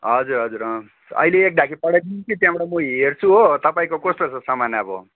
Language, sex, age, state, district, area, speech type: Nepali, male, 60+, West Bengal, Darjeeling, rural, conversation